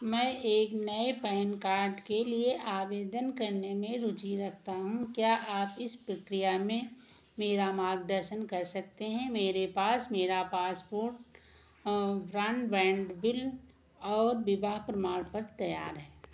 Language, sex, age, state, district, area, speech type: Hindi, female, 60+, Uttar Pradesh, Ayodhya, rural, read